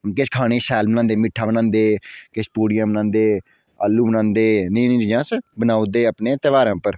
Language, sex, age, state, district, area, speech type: Dogri, female, 30-45, Jammu and Kashmir, Udhampur, rural, spontaneous